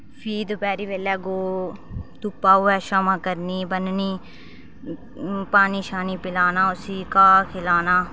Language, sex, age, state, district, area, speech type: Dogri, female, 30-45, Jammu and Kashmir, Reasi, rural, spontaneous